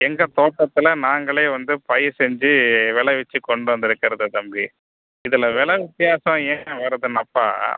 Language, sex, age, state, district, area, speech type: Tamil, male, 45-60, Tamil Nadu, Pudukkottai, rural, conversation